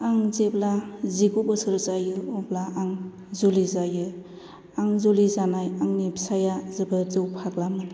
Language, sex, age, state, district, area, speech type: Bodo, female, 45-60, Assam, Chirang, rural, spontaneous